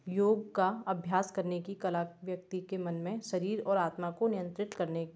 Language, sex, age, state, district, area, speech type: Hindi, female, 30-45, Madhya Pradesh, Gwalior, urban, spontaneous